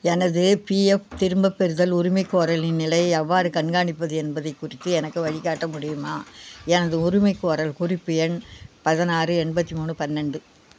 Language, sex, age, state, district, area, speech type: Tamil, female, 60+, Tamil Nadu, Viluppuram, rural, read